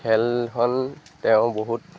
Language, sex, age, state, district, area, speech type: Assamese, male, 18-30, Assam, Majuli, urban, spontaneous